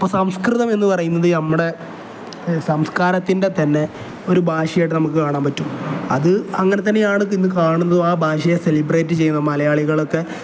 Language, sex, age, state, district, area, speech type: Malayalam, male, 18-30, Kerala, Kozhikode, rural, spontaneous